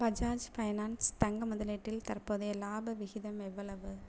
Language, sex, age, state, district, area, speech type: Tamil, female, 18-30, Tamil Nadu, Tiruchirappalli, rural, read